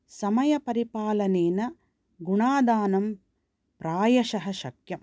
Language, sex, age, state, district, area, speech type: Sanskrit, female, 45-60, Karnataka, Bangalore Urban, urban, spontaneous